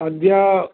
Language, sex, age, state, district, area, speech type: Sanskrit, male, 60+, Bihar, Madhubani, urban, conversation